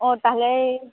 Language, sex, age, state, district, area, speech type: Santali, female, 18-30, West Bengal, Purba Bardhaman, rural, conversation